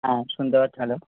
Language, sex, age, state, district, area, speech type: Bengali, male, 18-30, West Bengal, Uttar Dinajpur, urban, conversation